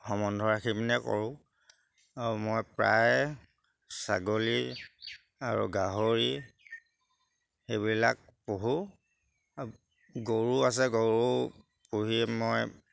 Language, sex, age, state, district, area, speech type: Assamese, male, 60+, Assam, Sivasagar, rural, spontaneous